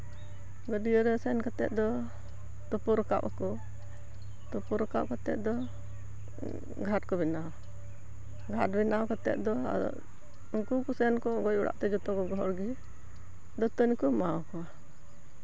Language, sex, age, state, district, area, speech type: Santali, female, 45-60, West Bengal, Purba Bardhaman, rural, spontaneous